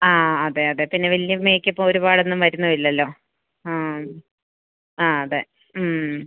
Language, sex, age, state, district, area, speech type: Malayalam, female, 30-45, Kerala, Idukki, rural, conversation